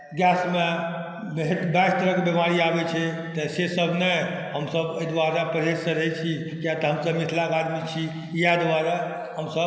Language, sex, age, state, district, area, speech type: Maithili, male, 45-60, Bihar, Saharsa, rural, spontaneous